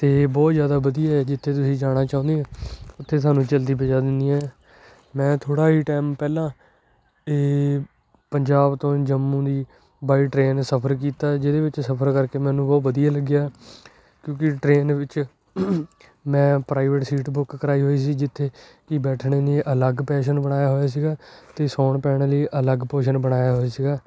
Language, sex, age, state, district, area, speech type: Punjabi, male, 18-30, Punjab, Shaheed Bhagat Singh Nagar, urban, spontaneous